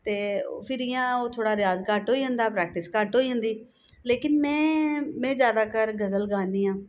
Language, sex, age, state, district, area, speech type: Dogri, female, 45-60, Jammu and Kashmir, Jammu, urban, spontaneous